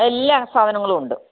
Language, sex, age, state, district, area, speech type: Malayalam, female, 45-60, Kerala, Kottayam, rural, conversation